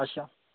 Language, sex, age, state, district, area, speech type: Dogri, male, 18-30, Jammu and Kashmir, Kathua, rural, conversation